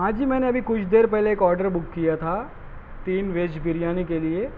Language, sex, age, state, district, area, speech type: Urdu, male, 45-60, Maharashtra, Nashik, urban, spontaneous